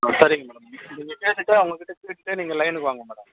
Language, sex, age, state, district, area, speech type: Tamil, male, 18-30, Tamil Nadu, Ranipet, urban, conversation